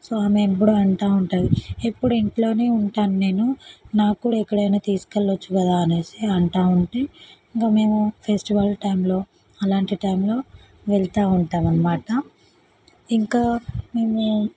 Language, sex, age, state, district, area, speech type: Telugu, female, 18-30, Telangana, Vikarabad, urban, spontaneous